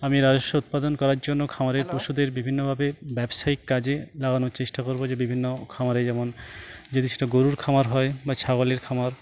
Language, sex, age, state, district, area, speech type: Bengali, male, 45-60, West Bengal, Jhargram, rural, spontaneous